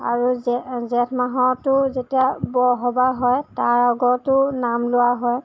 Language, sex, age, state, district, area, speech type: Assamese, female, 18-30, Assam, Lakhimpur, rural, spontaneous